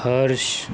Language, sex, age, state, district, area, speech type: Gujarati, male, 18-30, Gujarat, Anand, urban, spontaneous